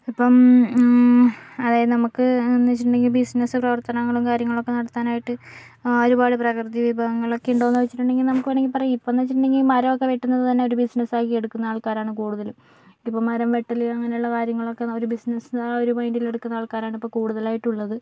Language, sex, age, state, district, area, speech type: Malayalam, female, 30-45, Kerala, Kozhikode, urban, spontaneous